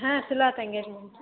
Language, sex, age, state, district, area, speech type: Kannada, female, 18-30, Karnataka, Gadag, urban, conversation